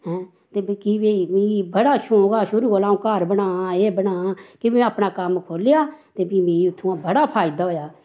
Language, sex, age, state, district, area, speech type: Dogri, female, 45-60, Jammu and Kashmir, Samba, rural, spontaneous